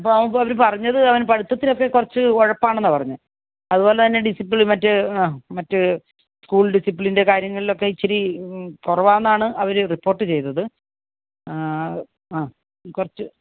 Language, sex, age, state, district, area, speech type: Malayalam, female, 60+, Kerala, Kasaragod, urban, conversation